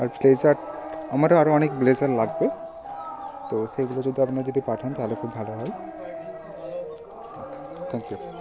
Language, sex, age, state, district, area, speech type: Bengali, male, 18-30, West Bengal, Bankura, urban, spontaneous